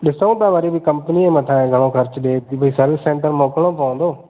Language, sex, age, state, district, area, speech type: Sindhi, male, 30-45, Madhya Pradesh, Katni, rural, conversation